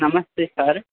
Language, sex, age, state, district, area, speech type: Sanskrit, male, 18-30, Assam, Tinsukia, rural, conversation